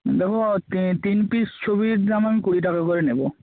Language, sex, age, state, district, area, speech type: Bengali, male, 18-30, West Bengal, North 24 Parganas, rural, conversation